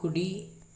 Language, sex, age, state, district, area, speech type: Telugu, male, 45-60, Andhra Pradesh, Eluru, rural, read